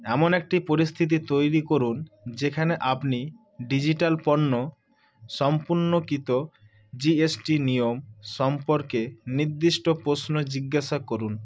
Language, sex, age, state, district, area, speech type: Bengali, male, 18-30, West Bengal, Murshidabad, urban, spontaneous